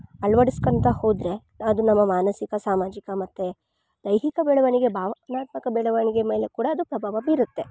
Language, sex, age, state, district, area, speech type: Kannada, female, 18-30, Karnataka, Chikkamagaluru, rural, spontaneous